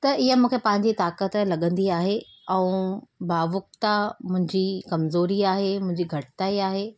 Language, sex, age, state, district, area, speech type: Sindhi, female, 30-45, Maharashtra, Thane, urban, spontaneous